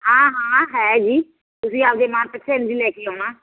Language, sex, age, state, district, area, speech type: Punjabi, female, 45-60, Punjab, Firozpur, rural, conversation